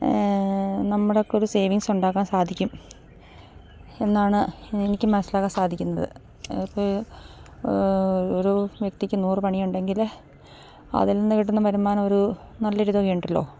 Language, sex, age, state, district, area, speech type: Malayalam, female, 45-60, Kerala, Idukki, rural, spontaneous